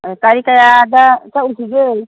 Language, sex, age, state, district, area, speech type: Manipuri, female, 60+, Manipur, Tengnoupal, rural, conversation